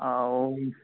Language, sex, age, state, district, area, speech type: Odia, male, 18-30, Odisha, Mayurbhanj, rural, conversation